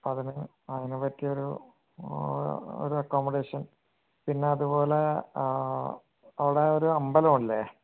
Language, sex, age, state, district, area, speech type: Malayalam, male, 45-60, Kerala, Wayanad, rural, conversation